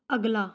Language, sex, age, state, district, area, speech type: Punjabi, female, 30-45, Punjab, Rupnagar, urban, read